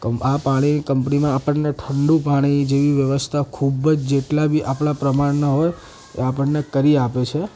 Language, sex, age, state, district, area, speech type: Gujarati, male, 18-30, Gujarat, Ahmedabad, urban, spontaneous